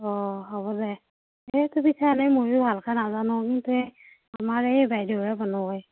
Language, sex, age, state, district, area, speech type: Assamese, female, 30-45, Assam, Darrang, rural, conversation